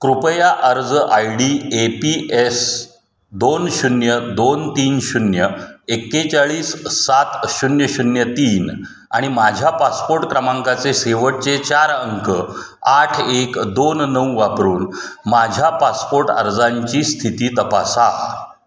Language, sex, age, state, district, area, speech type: Marathi, male, 45-60, Maharashtra, Satara, urban, read